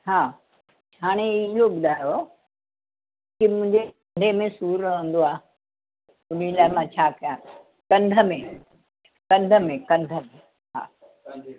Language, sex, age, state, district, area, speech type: Sindhi, female, 60+, Uttar Pradesh, Lucknow, urban, conversation